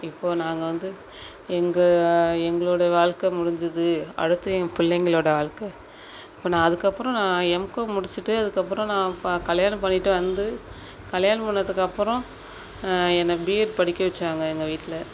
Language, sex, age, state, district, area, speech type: Tamil, female, 30-45, Tamil Nadu, Thanjavur, rural, spontaneous